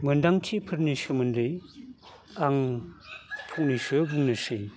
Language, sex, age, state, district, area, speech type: Bodo, male, 60+, Assam, Baksa, urban, spontaneous